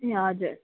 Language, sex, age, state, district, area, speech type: Nepali, female, 18-30, West Bengal, Kalimpong, rural, conversation